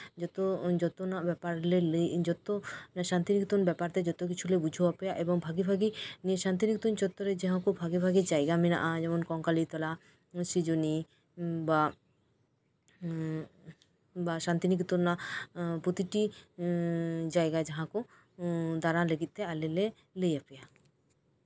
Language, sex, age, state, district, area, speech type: Santali, female, 30-45, West Bengal, Birbhum, rural, spontaneous